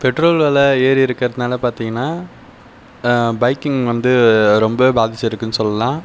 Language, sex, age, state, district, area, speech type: Tamil, male, 30-45, Tamil Nadu, Viluppuram, rural, spontaneous